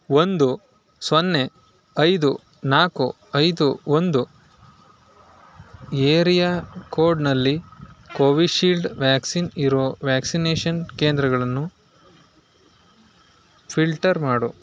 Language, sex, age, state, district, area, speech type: Kannada, male, 18-30, Karnataka, Chamarajanagar, rural, read